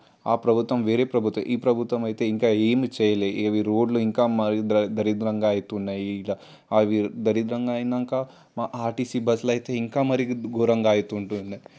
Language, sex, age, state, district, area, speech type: Telugu, male, 18-30, Telangana, Ranga Reddy, urban, spontaneous